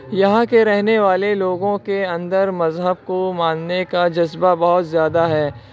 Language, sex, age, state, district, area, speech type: Urdu, male, 18-30, Bihar, Purnia, rural, spontaneous